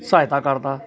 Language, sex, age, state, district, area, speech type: Punjabi, male, 60+, Punjab, Hoshiarpur, urban, spontaneous